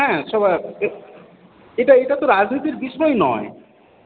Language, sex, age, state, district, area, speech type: Bengali, male, 45-60, West Bengal, Paschim Medinipur, rural, conversation